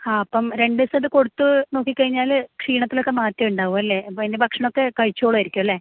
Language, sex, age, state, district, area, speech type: Malayalam, female, 18-30, Kerala, Thrissur, rural, conversation